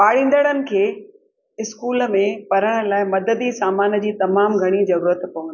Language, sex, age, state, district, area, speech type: Sindhi, female, 60+, Rajasthan, Ajmer, urban, spontaneous